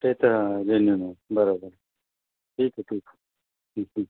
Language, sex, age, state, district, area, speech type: Marathi, male, 45-60, Maharashtra, Thane, rural, conversation